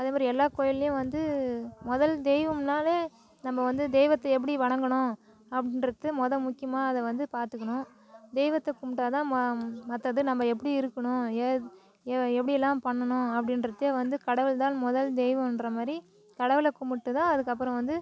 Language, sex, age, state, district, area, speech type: Tamil, female, 30-45, Tamil Nadu, Tiruvannamalai, rural, spontaneous